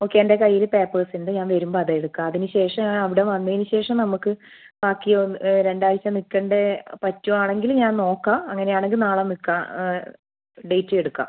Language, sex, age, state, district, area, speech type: Malayalam, female, 30-45, Kerala, Kannur, rural, conversation